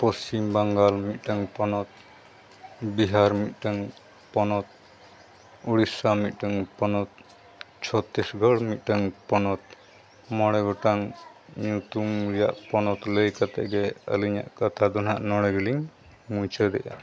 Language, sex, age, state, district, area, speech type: Santali, male, 45-60, Jharkhand, East Singhbhum, rural, spontaneous